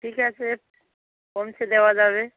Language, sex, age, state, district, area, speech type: Bengali, female, 45-60, West Bengal, North 24 Parganas, rural, conversation